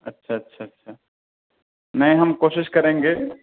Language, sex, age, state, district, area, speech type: Urdu, male, 18-30, Delhi, Central Delhi, rural, conversation